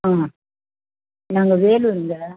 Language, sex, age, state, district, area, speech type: Tamil, female, 60+, Tamil Nadu, Vellore, rural, conversation